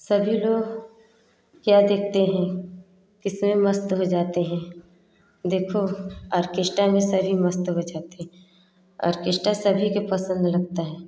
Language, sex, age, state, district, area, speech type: Hindi, female, 18-30, Uttar Pradesh, Prayagraj, rural, spontaneous